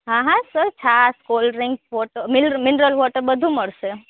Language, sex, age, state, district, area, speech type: Gujarati, female, 30-45, Gujarat, Rajkot, rural, conversation